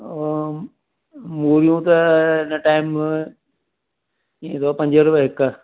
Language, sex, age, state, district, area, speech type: Sindhi, male, 60+, Madhya Pradesh, Katni, urban, conversation